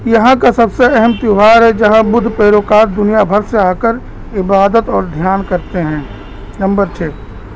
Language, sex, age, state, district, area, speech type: Urdu, male, 30-45, Uttar Pradesh, Balrampur, rural, spontaneous